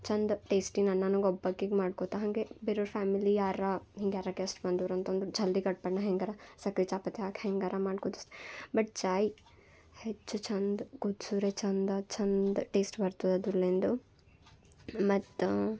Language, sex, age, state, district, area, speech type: Kannada, female, 18-30, Karnataka, Bidar, urban, spontaneous